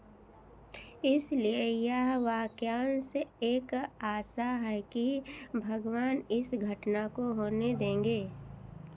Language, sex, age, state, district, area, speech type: Hindi, female, 60+, Uttar Pradesh, Ayodhya, urban, read